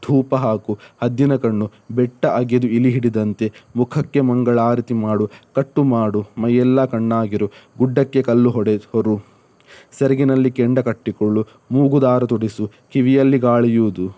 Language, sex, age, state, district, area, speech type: Kannada, male, 18-30, Karnataka, Udupi, rural, spontaneous